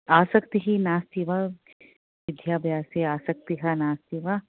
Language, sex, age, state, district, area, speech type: Sanskrit, female, 30-45, Karnataka, Bangalore Urban, urban, conversation